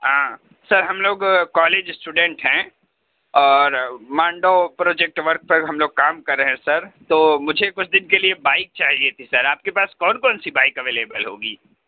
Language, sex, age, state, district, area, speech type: Urdu, male, 18-30, Uttar Pradesh, Gautam Buddha Nagar, urban, conversation